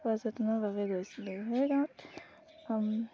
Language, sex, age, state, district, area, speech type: Assamese, female, 18-30, Assam, Dibrugarh, rural, spontaneous